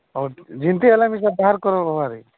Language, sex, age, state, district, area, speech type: Odia, male, 45-60, Odisha, Nabarangpur, rural, conversation